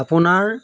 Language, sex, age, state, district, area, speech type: Assamese, male, 45-60, Assam, Majuli, rural, spontaneous